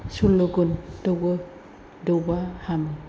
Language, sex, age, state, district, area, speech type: Bodo, female, 60+, Assam, Chirang, rural, spontaneous